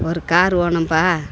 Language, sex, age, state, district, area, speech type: Tamil, female, 45-60, Tamil Nadu, Tiruvannamalai, urban, spontaneous